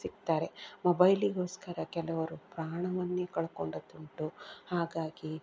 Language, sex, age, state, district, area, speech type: Kannada, female, 45-60, Karnataka, Udupi, rural, spontaneous